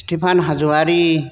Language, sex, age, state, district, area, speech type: Bodo, female, 60+, Assam, Chirang, rural, spontaneous